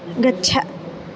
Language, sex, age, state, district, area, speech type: Sanskrit, female, 18-30, Tamil Nadu, Kanchipuram, urban, read